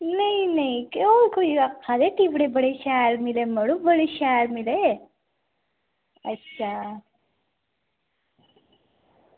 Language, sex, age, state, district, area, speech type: Dogri, female, 18-30, Jammu and Kashmir, Reasi, rural, conversation